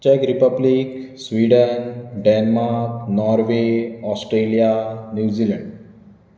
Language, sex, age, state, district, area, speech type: Goan Konkani, male, 30-45, Goa, Bardez, urban, spontaneous